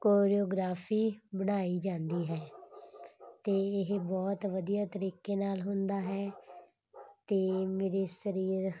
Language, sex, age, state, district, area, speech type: Punjabi, female, 18-30, Punjab, Muktsar, urban, spontaneous